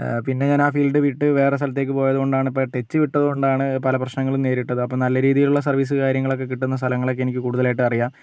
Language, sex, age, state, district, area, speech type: Malayalam, male, 45-60, Kerala, Wayanad, rural, spontaneous